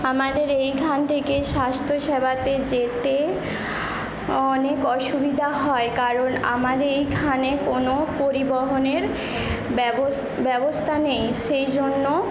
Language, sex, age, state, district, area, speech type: Bengali, female, 18-30, West Bengal, Jhargram, rural, spontaneous